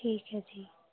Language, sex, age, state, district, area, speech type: Punjabi, female, 18-30, Punjab, Muktsar, urban, conversation